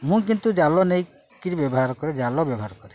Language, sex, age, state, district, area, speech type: Odia, male, 45-60, Odisha, Jagatsinghpur, urban, spontaneous